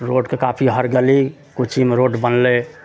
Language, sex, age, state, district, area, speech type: Maithili, male, 45-60, Bihar, Madhepura, rural, spontaneous